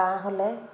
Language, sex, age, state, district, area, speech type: Assamese, female, 30-45, Assam, Dhemaji, urban, spontaneous